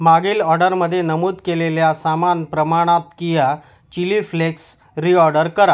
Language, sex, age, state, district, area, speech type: Marathi, male, 30-45, Maharashtra, Yavatmal, rural, read